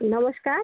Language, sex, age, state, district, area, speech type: Marathi, female, 30-45, Maharashtra, Washim, rural, conversation